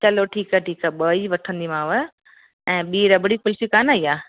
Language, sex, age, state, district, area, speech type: Sindhi, female, 45-60, Rajasthan, Ajmer, urban, conversation